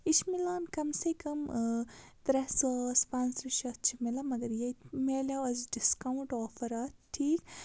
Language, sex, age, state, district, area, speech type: Kashmiri, female, 18-30, Jammu and Kashmir, Baramulla, rural, spontaneous